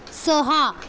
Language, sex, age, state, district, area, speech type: Marathi, female, 18-30, Maharashtra, Mumbai Suburban, urban, read